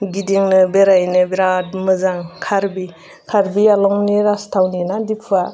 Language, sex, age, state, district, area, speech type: Bodo, female, 30-45, Assam, Udalguri, urban, spontaneous